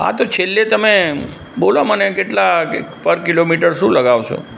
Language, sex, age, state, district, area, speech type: Gujarati, male, 60+, Gujarat, Aravalli, urban, spontaneous